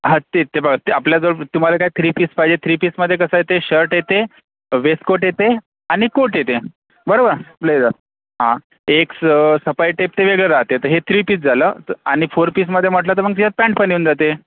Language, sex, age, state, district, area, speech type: Marathi, male, 45-60, Maharashtra, Akola, urban, conversation